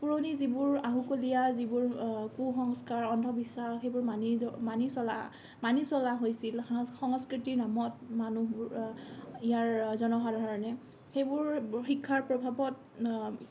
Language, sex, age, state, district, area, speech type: Assamese, female, 18-30, Assam, Kamrup Metropolitan, rural, spontaneous